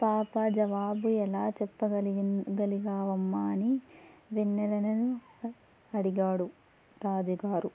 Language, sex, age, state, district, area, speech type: Telugu, female, 18-30, Andhra Pradesh, Anantapur, urban, spontaneous